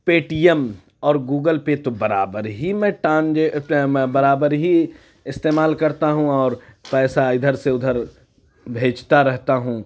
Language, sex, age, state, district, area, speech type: Urdu, male, 45-60, Uttar Pradesh, Lucknow, urban, spontaneous